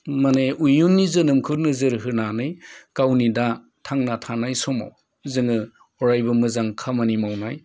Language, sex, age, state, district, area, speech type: Bodo, male, 45-60, Assam, Udalguri, urban, spontaneous